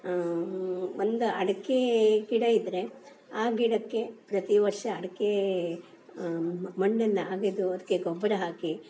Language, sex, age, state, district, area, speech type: Kannada, female, 60+, Karnataka, Dakshina Kannada, rural, spontaneous